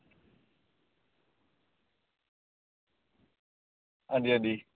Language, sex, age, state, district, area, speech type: Dogri, male, 30-45, Jammu and Kashmir, Samba, urban, conversation